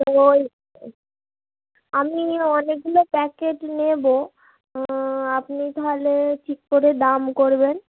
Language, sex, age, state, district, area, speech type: Bengali, female, 30-45, West Bengal, Hooghly, urban, conversation